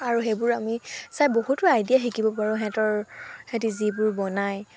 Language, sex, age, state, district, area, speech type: Assamese, female, 18-30, Assam, Sivasagar, rural, spontaneous